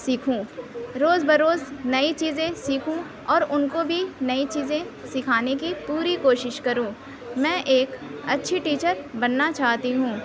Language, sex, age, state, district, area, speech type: Urdu, male, 18-30, Uttar Pradesh, Mau, urban, spontaneous